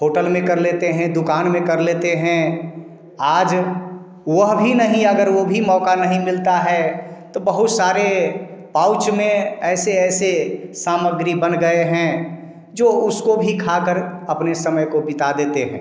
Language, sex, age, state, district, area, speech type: Hindi, male, 45-60, Bihar, Samastipur, urban, spontaneous